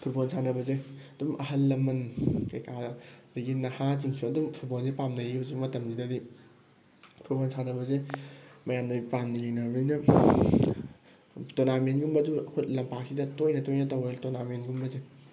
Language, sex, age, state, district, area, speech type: Manipuri, male, 18-30, Manipur, Thoubal, rural, spontaneous